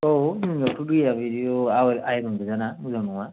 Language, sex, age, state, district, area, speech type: Bodo, male, 30-45, Assam, Baksa, urban, conversation